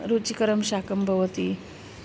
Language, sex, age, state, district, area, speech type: Sanskrit, female, 45-60, Maharashtra, Nagpur, urban, spontaneous